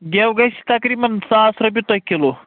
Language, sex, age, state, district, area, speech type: Kashmiri, male, 45-60, Jammu and Kashmir, Baramulla, rural, conversation